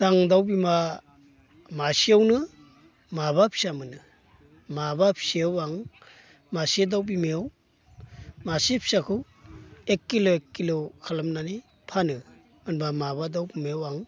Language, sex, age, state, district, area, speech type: Bodo, male, 45-60, Assam, Baksa, urban, spontaneous